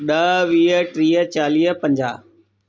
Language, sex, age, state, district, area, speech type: Sindhi, male, 45-60, Delhi, South Delhi, urban, spontaneous